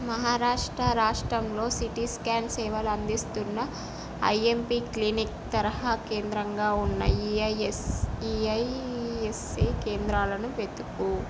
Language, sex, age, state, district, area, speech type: Telugu, female, 18-30, Andhra Pradesh, Srikakulam, urban, read